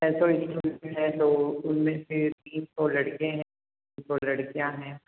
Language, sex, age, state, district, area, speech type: Hindi, male, 18-30, Rajasthan, Jodhpur, urban, conversation